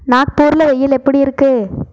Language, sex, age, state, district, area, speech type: Tamil, female, 18-30, Tamil Nadu, Erode, urban, read